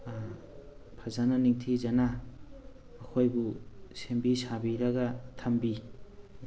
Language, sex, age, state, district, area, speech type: Manipuri, male, 45-60, Manipur, Thoubal, rural, spontaneous